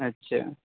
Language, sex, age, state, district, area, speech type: Urdu, male, 30-45, Delhi, Central Delhi, urban, conversation